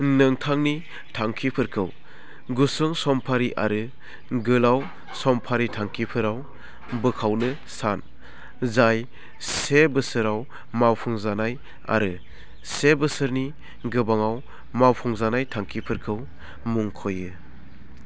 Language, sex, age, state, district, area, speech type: Bodo, male, 18-30, Assam, Baksa, rural, read